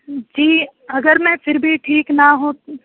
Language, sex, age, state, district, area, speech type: Urdu, female, 30-45, Uttar Pradesh, Aligarh, rural, conversation